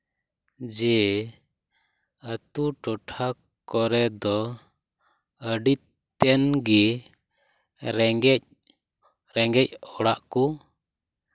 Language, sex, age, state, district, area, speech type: Santali, male, 18-30, West Bengal, Purba Bardhaman, rural, spontaneous